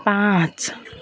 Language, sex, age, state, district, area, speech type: Nepali, female, 45-60, West Bengal, Jalpaiguri, urban, read